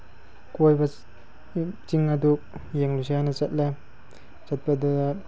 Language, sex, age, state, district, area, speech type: Manipuri, male, 18-30, Manipur, Tengnoupal, urban, spontaneous